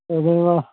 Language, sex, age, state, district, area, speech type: Manipuri, male, 45-60, Manipur, Kangpokpi, urban, conversation